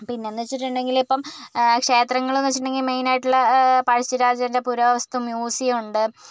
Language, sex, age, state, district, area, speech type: Malayalam, female, 45-60, Kerala, Kozhikode, urban, spontaneous